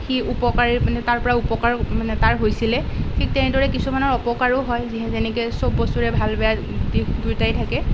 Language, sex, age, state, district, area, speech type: Assamese, female, 18-30, Assam, Nalbari, rural, spontaneous